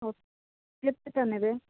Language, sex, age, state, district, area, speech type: Odia, female, 18-30, Odisha, Koraput, urban, conversation